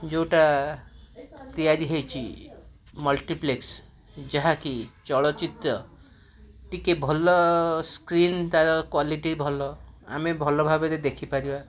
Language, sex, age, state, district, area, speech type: Odia, male, 30-45, Odisha, Cuttack, urban, spontaneous